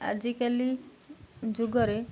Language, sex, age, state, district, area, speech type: Odia, female, 30-45, Odisha, Jagatsinghpur, urban, spontaneous